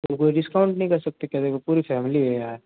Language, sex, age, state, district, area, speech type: Hindi, male, 60+, Rajasthan, Jodhpur, urban, conversation